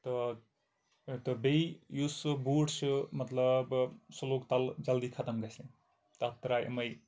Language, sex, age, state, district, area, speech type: Kashmiri, male, 30-45, Jammu and Kashmir, Kupwara, rural, spontaneous